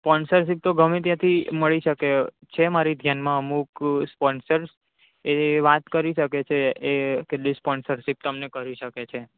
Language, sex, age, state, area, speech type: Gujarati, male, 18-30, Gujarat, urban, conversation